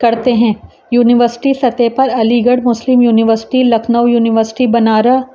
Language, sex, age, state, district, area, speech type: Urdu, female, 30-45, Uttar Pradesh, Rampur, urban, spontaneous